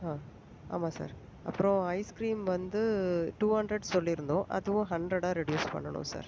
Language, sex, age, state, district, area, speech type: Tamil, female, 18-30, Tamil Nadu, Pudukkottai, rural, spontaneous